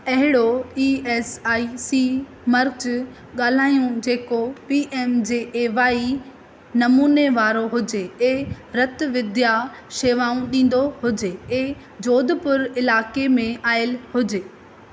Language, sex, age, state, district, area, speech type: Sindhi, female, 18-30, Madhya Pradesh, Katni, rural, read